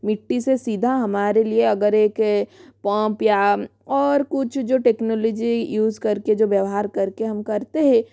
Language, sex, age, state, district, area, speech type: Hindi, female, 18-30, Rajasthan, Jodhpur, rural, spontaneous